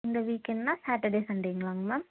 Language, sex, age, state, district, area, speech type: Tamil, female, 18-30, Tamil Nadu, Tiruppur, rural, conversation